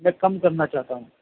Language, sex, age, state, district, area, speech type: Urdu, male, 45-60, Delhi, North East Delhi, urban, conversation